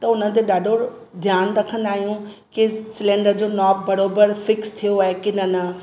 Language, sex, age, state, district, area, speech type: Sindhi, female, 45-60, Maharashtra, Mumbai Suburban, urban, spontaneous